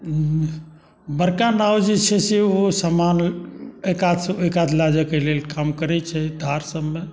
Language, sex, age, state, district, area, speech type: Maithili, male, 60+, Bihar, Saharsa, rural, spontaneous